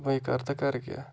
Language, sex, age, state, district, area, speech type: Kashmiri, male, 30-45, Jammu and Kashmir, Budgam, rural, spontaneous